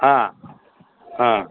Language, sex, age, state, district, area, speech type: Tamil, male, 60+, Tamil Nadu, Perambalur, rural, conversation